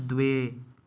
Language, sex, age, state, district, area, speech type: Sanskrit, male, 18-30, West Bengal, Paschim Medinipur, rural, read